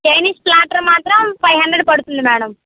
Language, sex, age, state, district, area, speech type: Telugu, female, 18-30, Andhra Pradesh, Vizianagaram, rural, conversation